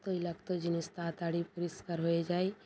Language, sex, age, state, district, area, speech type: Bengali, female, 45-60, West Bengal, Bankura, rural, spontaneous